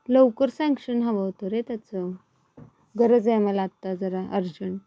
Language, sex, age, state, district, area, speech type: Marathi, female, 18-30, Maharashtra, Sangli, urban, spontaneous